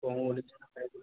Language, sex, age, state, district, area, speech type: Bengali, male, 45-60, West Bengal, Purba Bardhaman, urban, conversation